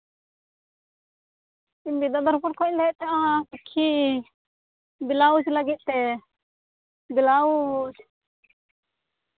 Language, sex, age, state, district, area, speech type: Santali, female, 18-30, West Bengal, Birbhum, rural, conversation